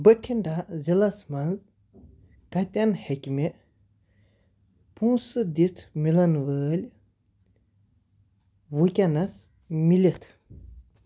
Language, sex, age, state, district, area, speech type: Kashmiri, female, 18-30, Jammu and Kashmir, Baramulla, rural, read